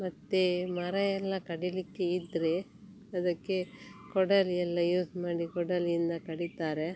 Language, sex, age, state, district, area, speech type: Kannada, female, 30-45, Karnataka, Dakshina Kannada, rural, spontaneous